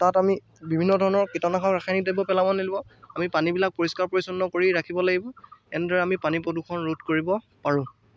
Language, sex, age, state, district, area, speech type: Assamese, male, 18-30, Assam, Lakhimpur, rural, spontaneous